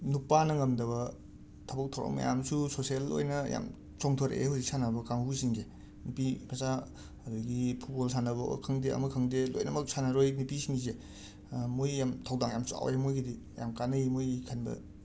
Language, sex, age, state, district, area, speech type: Manipuri, male, 30-45, Manipur, Imphal West, urban, spontaneous